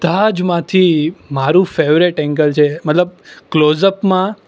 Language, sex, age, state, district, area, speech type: Gujarati, male, 18-30, Gujarat, Surat, urban, spontaneous